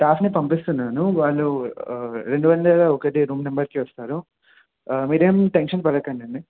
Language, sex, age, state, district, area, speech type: Telugu, male, 18-30, Telangana, Mahabubabad, urban, conversation